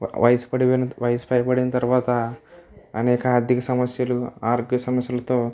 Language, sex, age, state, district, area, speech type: Telugu, male, 18-30, Andhra Pradesh, West Godavari, rural, spontaneous